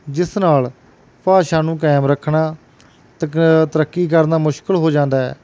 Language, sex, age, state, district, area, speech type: Punjabi, male, 30-45, Punjab, Barnala, urban, spontaneous